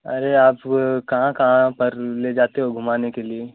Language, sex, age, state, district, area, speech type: Hindi, male, 30-45, Uttar Pradesh, Mau, rural, conversation